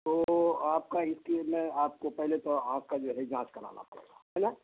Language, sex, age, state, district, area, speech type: Urdu, male, 60+, Bihar, Khagaria, rural, conversation